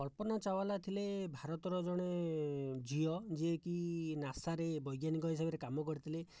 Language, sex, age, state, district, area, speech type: Odia, male, 60+, Odisha, Jajpur, rural, spontaneous